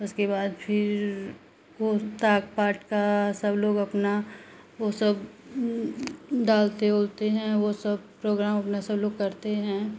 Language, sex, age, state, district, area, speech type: Hindi, female, 30-45, Uttar Pradesh, Ghazipur, rural, spontaneous